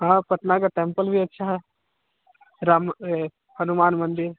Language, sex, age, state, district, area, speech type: Hindi, male, 18-30, Bihar, Vaishali, rural, conversation